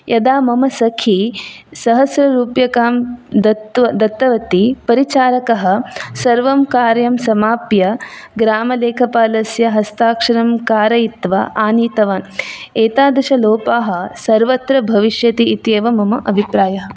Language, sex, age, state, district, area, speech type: Sanskrit, female, 18-30, Karnataka, Udupi, urban, spontaneous